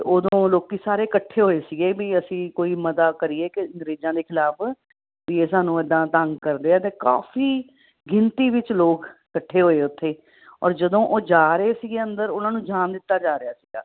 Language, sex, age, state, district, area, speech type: Punjabi, female, 45-60, Punjab, Ludhiana, urban, conversation